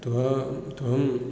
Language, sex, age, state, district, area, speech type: Sanskrit, male, 45-60, Kerala, Palakkad, urban, spontaneous